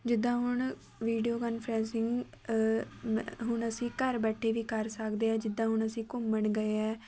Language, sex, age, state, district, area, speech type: Punjabi, female, 18-30, Punjab, Shaheed Bhagat Singh Nagar, rural, spontaneous